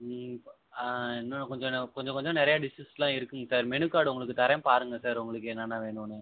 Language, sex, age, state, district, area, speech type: Tamil, male, 18-30, Tamil Nadu, Ariyalur, rural, conversation